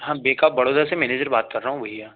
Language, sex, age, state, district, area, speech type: Hindi, male, 18-30, Madhya Pradesh, Ujjain, rural, conversation